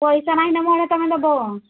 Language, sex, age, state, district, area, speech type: Odia, female, 60+, Odisha, Angul, rural, conversation